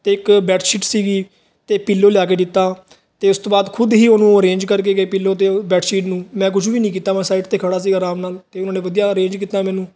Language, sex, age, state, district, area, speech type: Punjabi, male, 18-30, Punjab, Fazilka, urban, spontaneous